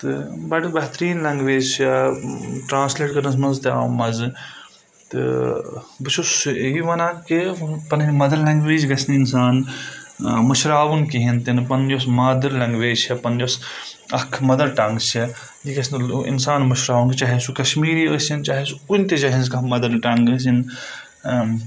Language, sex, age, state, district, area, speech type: Kashmiri, male, 18-30, Jammu and Kashmir, Budgam, rural, spontaneous